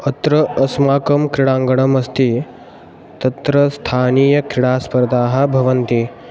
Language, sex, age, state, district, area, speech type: Sanskrit, male, 18-30, Maharashtra, Osmanabad, rural, spontaneous